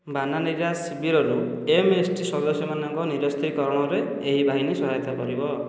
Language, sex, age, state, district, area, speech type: Odia, male, 18-30, Odisha, Khordha, rural, read